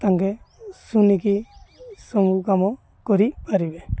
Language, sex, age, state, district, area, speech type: Odia, male, 30-45, Odisha, Malkangiri, urban, spontaneous